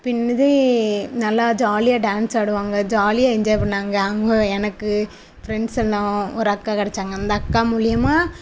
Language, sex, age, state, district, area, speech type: Tamil, female, 18-30, Tamil Nadu, Thoothukudi, rural, spontaneous